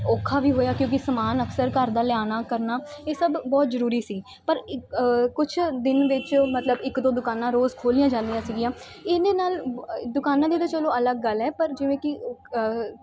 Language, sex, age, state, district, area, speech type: Punjabi, female, 18-30, Punjab, Mansa, urban, spontaneous